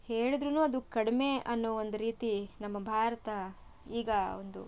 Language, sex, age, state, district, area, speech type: Kannada, female, 30-45, Karnataka, Shimoga, rural, spontaneous